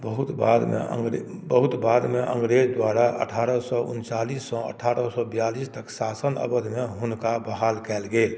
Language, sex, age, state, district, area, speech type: Maithili, male, 60+, Bihar, Madhubani, rural, read